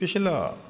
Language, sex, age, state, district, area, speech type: Punjabi, male, 45-60, Punjab, Shaheed Bhagat Singh Nagar, urban, read